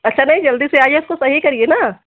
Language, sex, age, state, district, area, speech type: Hindi, female, 45-60, Uttar Pradesh, Hardoi, rural, conversation